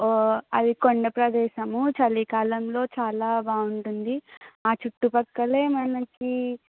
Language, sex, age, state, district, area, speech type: Telugu, female, 18-30, Andhra Pradesh, Kakinada, rural, conversation